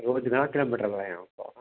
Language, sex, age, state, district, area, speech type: Sindhi, male, 60+, Gujarat, Kutch, urban, conversation